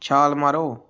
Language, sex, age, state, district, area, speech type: Punjabi, male, 18-30, Punjab, Gurdaspur, urban, read